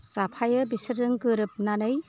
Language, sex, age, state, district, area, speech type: Bodo, female, 60+, Assam, Kokrajhar, rural, spontaneous